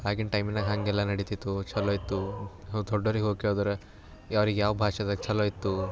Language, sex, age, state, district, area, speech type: Kannada, male, 18-30, Karnataka, Bidar, urban, spontaneous